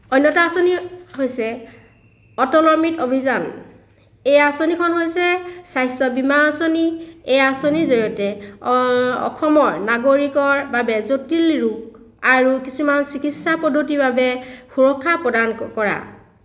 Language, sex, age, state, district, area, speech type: Assamese, female, 45-60, Assam, Lakhimpur, rural, spontaneous